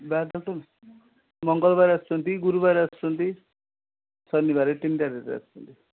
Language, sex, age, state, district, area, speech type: Odia, male, 45-60, Odisha, Kendujhar, urban, conversation